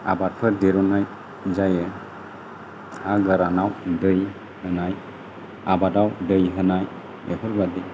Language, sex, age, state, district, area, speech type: Bodo, male, 45-60, Assam, Kokrajhar, rural, spontaneous